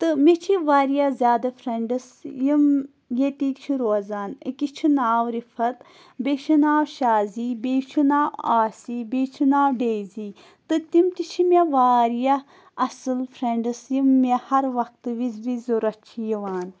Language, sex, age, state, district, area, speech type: Kashmiri, female, 30-45, Jammu and Kashmir, Pulwama, rural, spontaneous